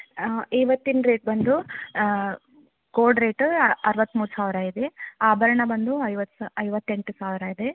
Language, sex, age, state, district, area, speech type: Kannada, female, 30-45, Karnataka, Gadag, rural, conversation